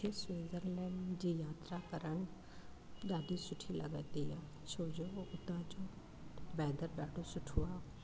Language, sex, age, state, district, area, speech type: Sindhi, female, 60+, Delhi, South Delhi, urban, spontaneous